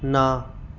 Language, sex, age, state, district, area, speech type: Punjabi, male, 18-30, Punjab, Patiala, urban, read